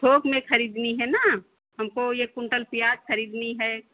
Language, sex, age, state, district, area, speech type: Hindi, female, 60+, Uttar Pradesh, Lucknow, rural, conversation